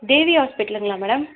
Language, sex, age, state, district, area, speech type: Tamil, female, 60+, Tamil Nadu, Sivaganga, rural, conversation